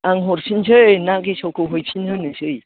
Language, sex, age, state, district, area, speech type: Bodo, female, 60+, Assam, Udalguri, rural, conversation